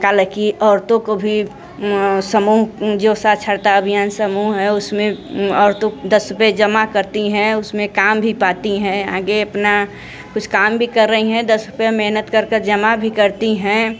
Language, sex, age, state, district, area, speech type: Hindi, female, 45-60, Uttar Pradesh, Mirzapur, rural, spontaneous